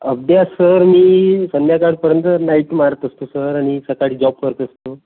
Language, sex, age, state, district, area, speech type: Marathi, male, 18-30, Maharashtra, Amravati, rural, conversation